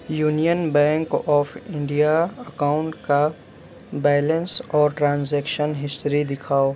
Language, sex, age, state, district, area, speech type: Urdu, male, 30-45, Uttar Pradesh, Gautam Buddha Nagar, urban, read